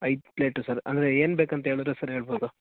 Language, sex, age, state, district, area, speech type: Kannada, male, 18-30, Karnataka, Mandya, rural, conversation